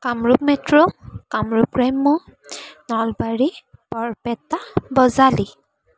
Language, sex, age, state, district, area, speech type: Assamese, female, 18-30, Assam, Kamrup Metropolitan, urban, spontaneous